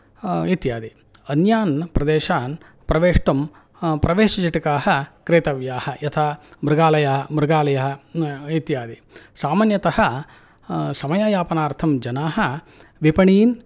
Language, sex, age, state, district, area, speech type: Sanskrit, male, 45-60, Karnataka, Mysore, urban, spontaneous